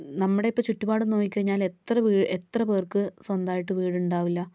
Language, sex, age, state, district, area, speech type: Malayalam, female, 30-45, Kerala, Kozhikode, urban, spontaneous